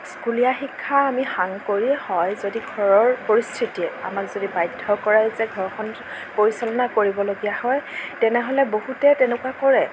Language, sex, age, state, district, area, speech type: Assamese, female, 30-45, Assam, Lakhimpur, rural, spontaneous